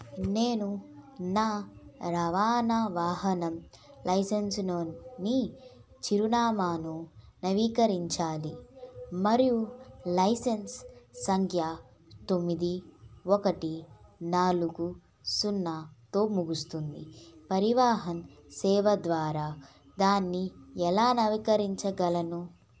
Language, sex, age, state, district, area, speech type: Telugu, female, 18-30, Andhra Pradesh, N T Rama Rao, urban, read